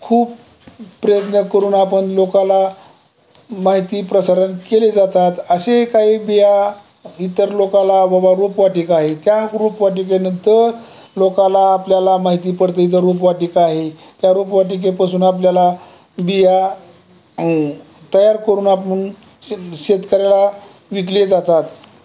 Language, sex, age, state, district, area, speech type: Marathi, male, 60+, Maharashtra, Osmanabad, rural, spontaneous